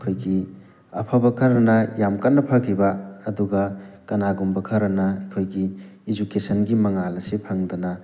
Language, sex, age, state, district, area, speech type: Manipuri, male, 30-45, Manipur, Thoubal, rural, spontaneous